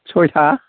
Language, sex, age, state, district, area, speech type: Bodo, male, 60+, Assam, Chirang, rural, conversation